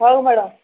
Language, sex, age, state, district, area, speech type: Odia, female, 45-60, Odisha, Sambalpur, rural, conversation